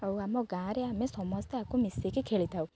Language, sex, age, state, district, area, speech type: Odia, female, 18-30, Odisha, Jagatsinghpur, rural, spontaneous